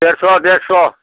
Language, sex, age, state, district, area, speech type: Bodo, male, 60+, Assam, Chirang, rural, conversation